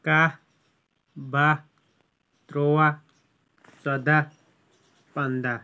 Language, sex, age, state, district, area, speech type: Kashmiri, male, 18-30, Jammu and Kashmir, Kulgam, rural, spontaneous